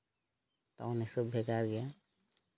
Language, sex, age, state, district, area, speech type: Santali, male, 30-45, Jharkhand, Seraikela Kharsawan, rural, spontaneous